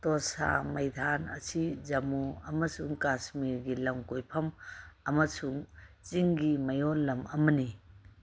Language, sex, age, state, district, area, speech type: Manipuri, female, 45-60, Manipur, Kangpokpi, urban, read